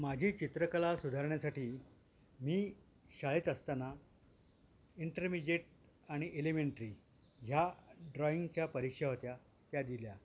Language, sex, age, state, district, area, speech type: Marathi, male, 60+, Maharashtra, Thane, urban, spontaneous